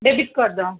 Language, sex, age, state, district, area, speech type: Tamil, female, 18-30, Tamil Nadu, Chennai, urban, conversation